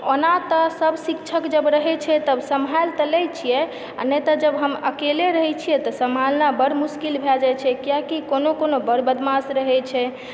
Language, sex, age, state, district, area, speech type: Maithili, female, 18-30, Bihar, Supaul, rural, spontaneous